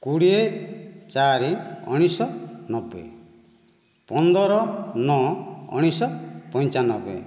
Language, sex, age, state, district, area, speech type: Odia, male, 30-45, Odisha, Kandhamal, rural, spontaneous